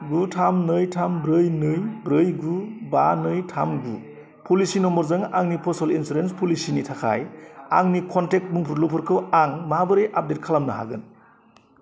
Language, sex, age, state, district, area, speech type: Bodo, male, 30-45, Assam, Kokrajhar, rural, read